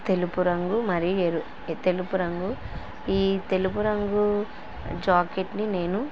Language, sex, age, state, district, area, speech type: Telugu, female, 18-30, Andhra Pradesh, Kurnool, rural, spontaneous